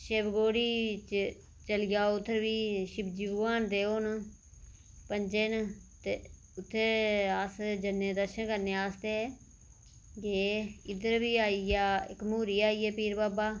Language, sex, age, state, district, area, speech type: Dogri, female, 30-45, Jammu and Kashmir, Reasi, rural, spontaneous